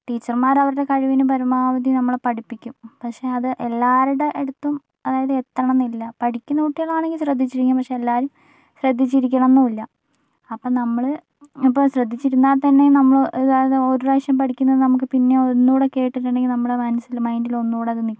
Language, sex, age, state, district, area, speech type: Malayalam, female, 18-30, Kerala, Wayanad, rural, spontaneous